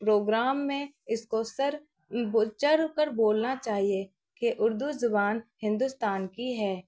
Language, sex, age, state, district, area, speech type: Urdu, female, 18-30, Bihar, Araria, rural, spontaneous